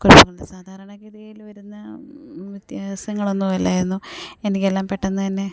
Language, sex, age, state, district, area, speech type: Malayalam, female, 30-45, Kerala, Alappuzha, rural, spontaneous